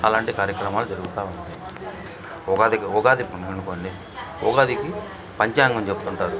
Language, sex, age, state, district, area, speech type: Telugu, male, 45-60, Andhra Pradesh, Bapatla, urban, spontaneous